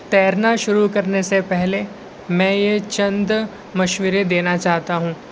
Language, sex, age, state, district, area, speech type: Urdu, male, 18-30, Maharashtra, Nashik, urban, spontaneous